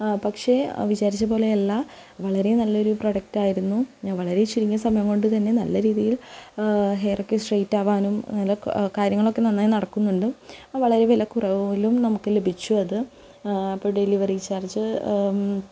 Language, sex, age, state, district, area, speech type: Malayalam, female, 18-30, Kerala, Thrissur, rural, spontaneous